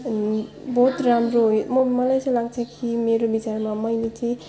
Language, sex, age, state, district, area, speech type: Nepali, female, 18-30, West Bengal, Alipurduar, urban, spontaneous